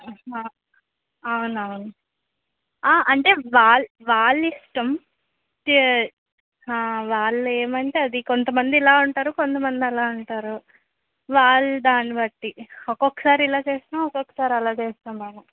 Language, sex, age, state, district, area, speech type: Telugu, female, 18-30, Andhra Pradesh, Vizianagaram, rural, conversation